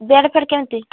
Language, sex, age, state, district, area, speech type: Odia, female, 30-45, Odisha, Sambalpur, rural, conversation